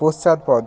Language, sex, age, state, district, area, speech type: Bengali, male, 18-30, West Bengal, Bankura, urban, read